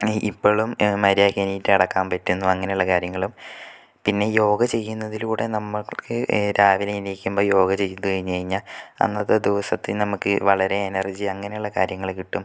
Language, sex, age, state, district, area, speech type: Malayalam, male, 18-30, Kerala, Kozhikode, urban, spontaneous